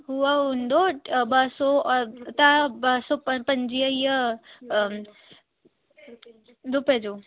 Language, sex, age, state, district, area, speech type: Sindhi, female, 18-30, Delhi, South Delhi, urban, conversation